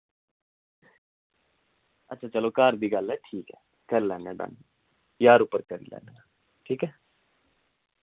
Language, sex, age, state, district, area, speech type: Dogri, male, 18-30, Jammu and Kashmir, Jammu, urban, conversation